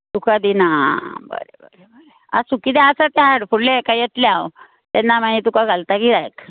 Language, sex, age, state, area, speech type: Goan Konkani, female, 45-60, Maharashtra, urban, conversation